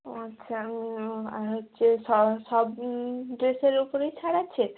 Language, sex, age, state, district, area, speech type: Bengali, female, 18-30, West Bengal, Jalpaiguri, rural, conversation